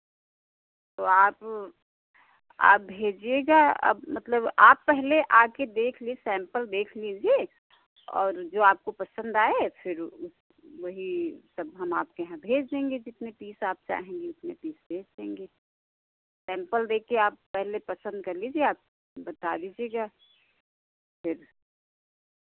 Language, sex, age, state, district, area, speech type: Hindi, female, 60+, Uttar Pradesh, Sitapur, rural, conversation